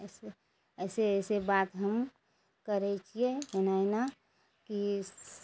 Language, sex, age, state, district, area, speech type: Maithili, female, 60+, Bihar, Araria, rural, spontaneous